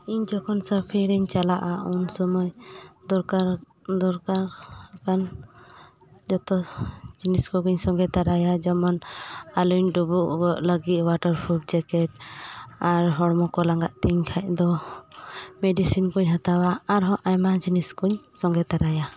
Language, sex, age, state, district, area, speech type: Santali, female, 18-30, West Bengal, Paschim Bardhaman, rural, spontaneous